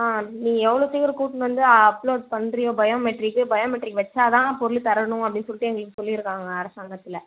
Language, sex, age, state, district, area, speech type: Tamil, female, 18-30, Tamil Nadu, Vellore, urban, conversation